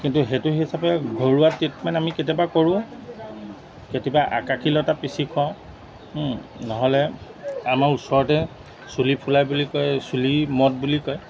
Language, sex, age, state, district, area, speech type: Assamese, male, 45-60, Assam, Golaghat, rural, spontaneous